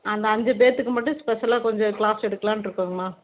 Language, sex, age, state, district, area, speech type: Tamil, female, 45-60, Tamil Nadu, Tiruppur, rural, conversation